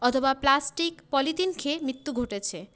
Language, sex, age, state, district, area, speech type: Bengali, female, 30-45, West Bengal, Paschim Bardhaman, urban, spontaneous